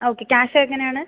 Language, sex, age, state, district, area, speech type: Malayalam, female, 18-30, Kerala, Palakkad, rural, conversation